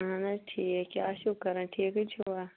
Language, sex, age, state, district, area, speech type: Kashmiri, female, 30-45, Jammu and Kashmir, Kulgam, rural, conversation